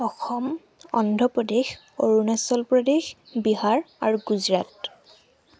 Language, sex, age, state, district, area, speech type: Assamese, female, 18-30, Assam, Sivasagar, rural, spontaneous